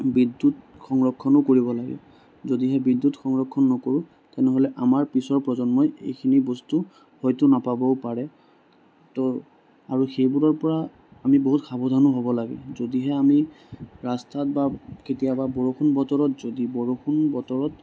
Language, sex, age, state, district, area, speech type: Assamese, male, 18-30, Assam, Sonitpur, urban, spontaneous